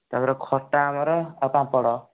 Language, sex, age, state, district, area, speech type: Odia, male, 18-30, Odisha, Nayagarh, rural, conversation